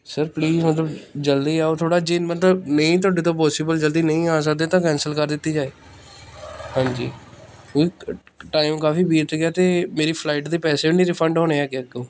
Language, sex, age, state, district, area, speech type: Punjabi, male, 18-30, Punjab, Pathankot, rural, spontaneous